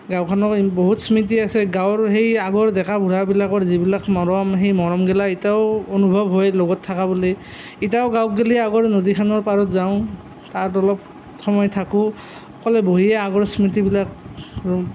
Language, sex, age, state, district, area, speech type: Assamese, male, 30-45, Assam, Nalbari, rural, spontaneous